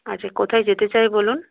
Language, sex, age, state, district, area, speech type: Bengali, female, 45-60, West Bengal, Purba Medinipur, rural, conversation